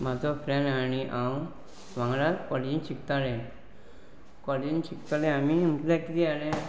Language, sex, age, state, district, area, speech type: Goan Konkani, male, 45-60, Goa, Pernem, rural, spontaneous